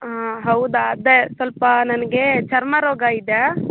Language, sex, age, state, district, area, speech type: Kannada, female, 18-30, Karnataka, Tumkur, rural, conversation